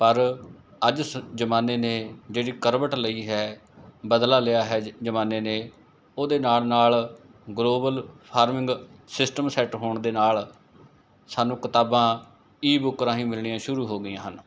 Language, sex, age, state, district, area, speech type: Punjabi, male, 45-60, Punjab, Mohali, urban, spontaneous